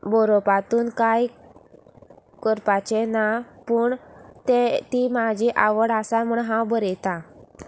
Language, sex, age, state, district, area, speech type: Goan Konkani, female, 18-30, Goa, Sanguem, rural, spontaneous